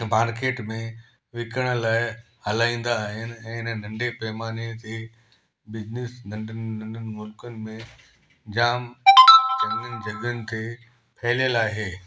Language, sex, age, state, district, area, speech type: Sindhi, male, 18-30, Gujarat, Kutch, rural, spontaneous